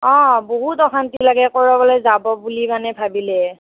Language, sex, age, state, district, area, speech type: Assamese, female, 45-60, Assam, Nagaon, rural, conversation